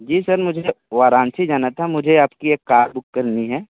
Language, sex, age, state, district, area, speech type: Hindi, male, 18-30, Uttar Pradesh, Sonbhadra, rural, conversation